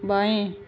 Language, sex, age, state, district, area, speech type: Hindi, female, 18-30, Rajasthan, Nagaur, rural, read